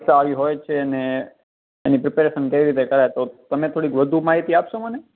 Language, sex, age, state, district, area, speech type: Gujarati, male, 18-30, Gujarat, Kutch, urban, conversation